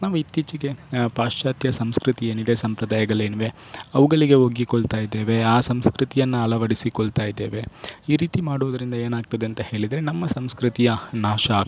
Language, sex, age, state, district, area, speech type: Kannada, male, 18-30, Karnataka, Dakshina Kannada, rural, spontaneous